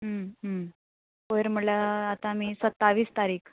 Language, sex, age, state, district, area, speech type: Goan Konkani, female, 18-30, Goa, Murmgao, rural, conversation